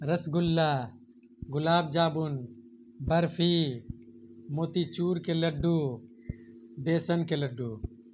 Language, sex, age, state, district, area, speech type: Urdu, male, 18-30, Bihar, Purnia, rural, spontaneous